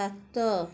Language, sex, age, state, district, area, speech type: Odia, female, 30-45, Odisha, Cuttack, urban, read